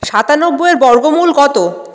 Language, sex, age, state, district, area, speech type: Bengali, female, 30-45, West Bengal, Paschim Bardhaman, urban, read